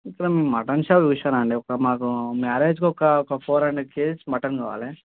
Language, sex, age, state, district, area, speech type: Telugu, male, 18-30, Telangana, Mancherial, rural, conversation